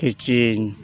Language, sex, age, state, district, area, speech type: Santali, male, 45-60, Odisha, Mayurbhanj, rural, spontaneous